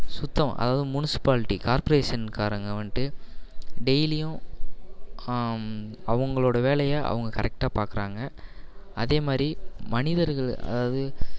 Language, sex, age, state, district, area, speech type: Tamil, male, 18-30, Tamil Nadu, Perambalur, urban, spontaneous